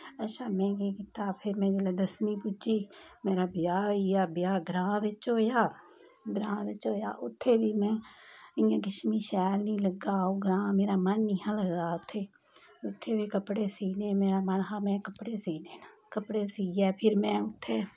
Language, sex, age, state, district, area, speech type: Dogri, female, 30-45, Jammu and Kashmir, Samba, rural, spontaneous